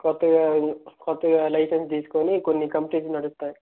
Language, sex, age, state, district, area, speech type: Telugu, male, 18-30, Andhra Pradesh, Guntur, urban, conversation